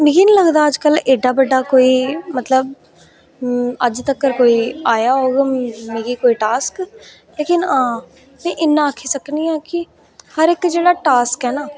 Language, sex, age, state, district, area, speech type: Dogri, female, 18-30, Jammu and Kashmir, Reasi, rural, spontaneous